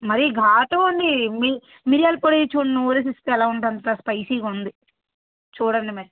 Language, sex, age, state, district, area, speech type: Telugu, female, 18-30, Andhra Pradesh, Palnadu, urban, conversation